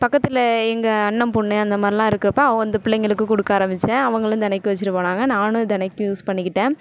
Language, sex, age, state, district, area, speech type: Tamil, female, 18-30, Tamil Nadu, Thanjavur, rural, spontaneous